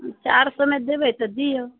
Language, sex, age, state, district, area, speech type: Maithili, female, 60+, Bihar, Muzaffarpur, urban, conversation